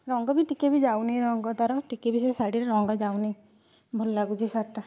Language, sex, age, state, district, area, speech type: Odia, female, 30-45, Odisha, Kendujhar, urban, spontaneous